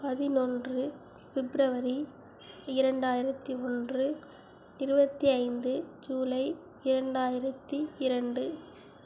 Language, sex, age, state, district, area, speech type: Tamil, female, 18-30, Tamil Nadu, Sivaganga, rural, spontaneous